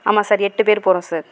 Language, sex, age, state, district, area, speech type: Tamil, female, 18-30, Tamil Nadu, Mayiladuthurai, rural, spontaneous